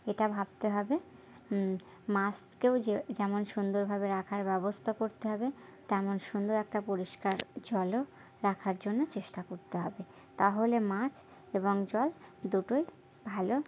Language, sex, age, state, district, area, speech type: Bengali, female, 18-30, West Bengal, Birbhum, urban, spontaneous